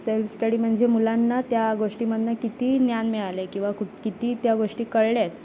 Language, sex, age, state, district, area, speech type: Marathi, female, 18-30, Maharashtra, Ratnagiri, rural, spontaneous